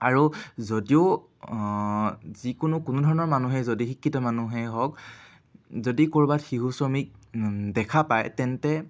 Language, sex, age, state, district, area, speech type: Assamese, male, 18-30, Assam, Jorhat, urban, spontaneous